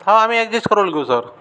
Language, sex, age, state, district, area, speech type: Marathi, male, 45-60, Maharashtra, Amravati, rural, spontaneous